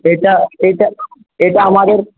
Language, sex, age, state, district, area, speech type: Bengali, male, 18-30, West Bengal, Jhargram, rural, conversation